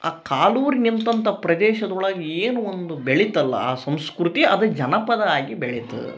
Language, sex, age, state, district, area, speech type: Kannada, male, 18-30, Karnataka, Koppal, rural, spontaneous